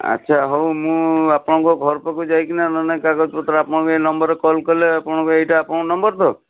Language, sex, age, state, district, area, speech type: Odia, male, 45-60, Odisha, Cuttack, urban, conversation